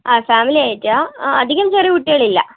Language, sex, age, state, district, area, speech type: Malayalam, female, 18-30, Kerala, Wayanad, rural, conversation